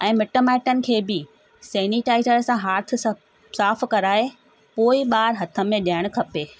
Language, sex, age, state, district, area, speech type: Sindhi, female, 45-60, Gujarat, Surat, urban, spontaneous